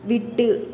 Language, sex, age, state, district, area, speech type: Tamil, female, 18-30, Tamil Nadu, Cuddalore, rural, read